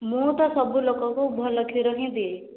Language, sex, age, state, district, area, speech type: Odia, female, 18-30, Odisha, Boudh, rural, conversation